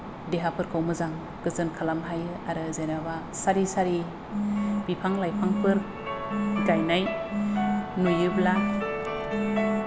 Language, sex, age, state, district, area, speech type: Bodo, female, 45-60, Assam, Kokrajhar, rural, spontaneous